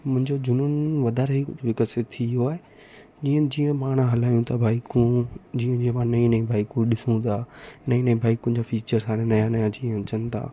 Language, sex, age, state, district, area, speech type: Sindhi, male, 18-30, Gujarat, Kutch, rural, spontaneous